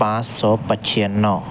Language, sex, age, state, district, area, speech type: Urdu, male, 45-60, Telangana, Hyderabad, urban, spontaneous